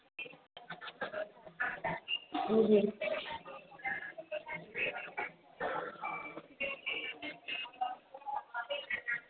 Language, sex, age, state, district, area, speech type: Hindi, female, 18-30, Bihar, Begusarai, urban, conversation